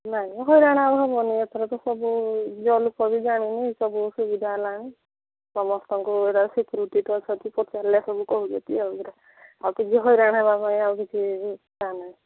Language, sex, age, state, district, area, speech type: Odia, female, 45-60, Odisha, Angul, rural, conversation